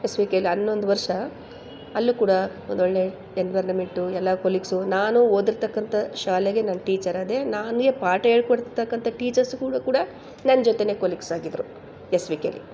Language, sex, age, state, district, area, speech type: Kannada, female, 45-60, Karnataka, Chamarajanagar, rural, spontaneous